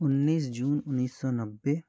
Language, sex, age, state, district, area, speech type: Hindi, male, 30-45, Madhya Pradesh, Betul, urban, spontaneous